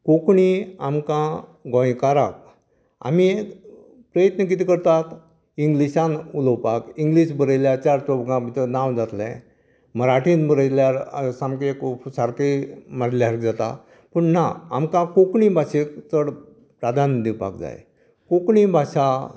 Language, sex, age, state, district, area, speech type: Goan Konkani, male, 60+, Goa, Canacona, rural, spontaneous